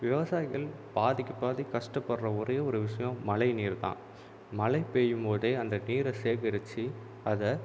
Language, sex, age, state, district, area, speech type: Tamil, male, 30-45, Tamil Nadu, Viluppuram, urban, spontaneous